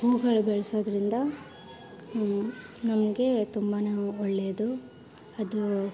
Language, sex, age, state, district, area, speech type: Kannada, female, 18-30, Karnataka, Koppal, urban, spontaneous